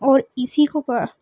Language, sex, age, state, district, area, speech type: Hindi, female, 30-45, Madhya Pradesh, Ujjain, urban, spontaneous